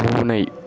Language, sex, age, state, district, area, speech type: Tamil, male, 18-30, Tamil Nadu, Perambalur, rural, read